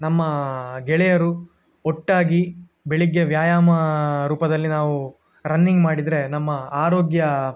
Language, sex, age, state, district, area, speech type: Kannada, male, 18-30, Karnataka, Dakshina Kannada, urban, spontaneous